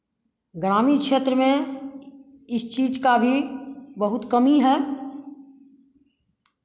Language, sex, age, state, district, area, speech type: Hindi, female, 45-60, Bihar, Samastipur, rural, spontaneous